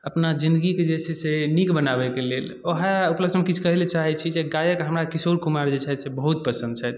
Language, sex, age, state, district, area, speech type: Maithili, male, 18-30, Bihar, Darbhanga, rural, spontaneous